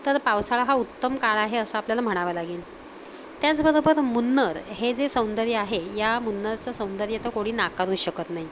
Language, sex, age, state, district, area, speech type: Marathi, female, 45-60, Maharashtra, Palghar, urban, spontaneous